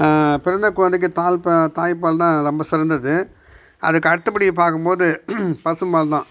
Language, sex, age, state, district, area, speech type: Tamil, male, 60+, Tamil Nadu, Viluppuram, rural, spontaneous